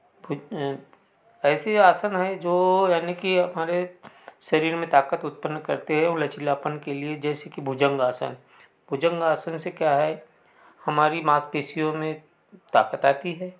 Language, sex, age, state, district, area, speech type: Hindi, male, 45-60, Madhya Pradesh, Betul, rural, spontaneous